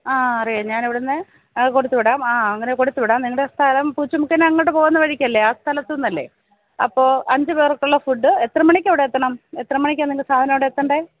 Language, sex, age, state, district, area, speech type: Malayalam, female, 45-60, Kerala, Thiruvananthapuram, urban, conversation